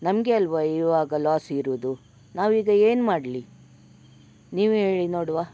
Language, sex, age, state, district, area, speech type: Kannada, female, 60+, Karnataka, Udupi, rural, spontaneous